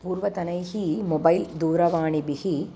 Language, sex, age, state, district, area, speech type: Sanskrit, female, 30-45, Tamil Nadu, Chennai, urban, spontaneous